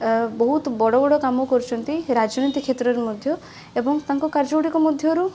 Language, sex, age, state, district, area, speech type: Odia, female, 18-30, Odisha, Cuttack, urban, spontaneous